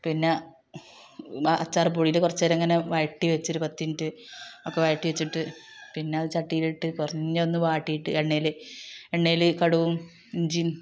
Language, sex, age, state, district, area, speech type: Malayalam, female, 30-45, Kerala, Malappuram, rural, spontaneous